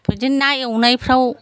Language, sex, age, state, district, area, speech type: Bodo, female, 60+, Assam, Chirang, rural, spontaneous